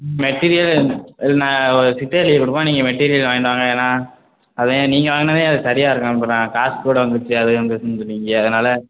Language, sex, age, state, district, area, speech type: Tamil, male, 30-45, Tamil Nadu, Sivaganga, rural, conversation